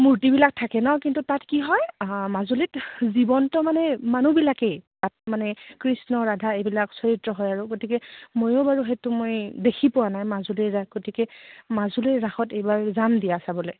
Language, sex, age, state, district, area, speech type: Assamese, female, 30-45, Assam, Goalpara, urban, conversation